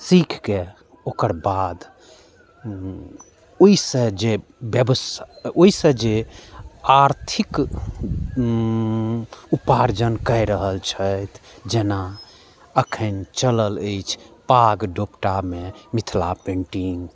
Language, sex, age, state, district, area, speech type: Maithili, male, 45-60, Bihar, Madhubani, rural, spontaneous